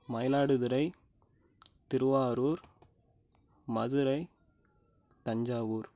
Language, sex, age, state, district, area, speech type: Tamil, male, 18-30, Tamil Nadu, Nagapattinam, rural, spontaneous